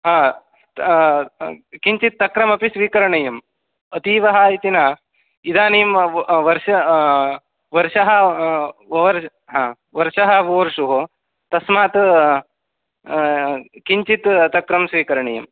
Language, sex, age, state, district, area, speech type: Sanskrit, male, 18-30, Karnataka, Uttara Kannada, rural, conversation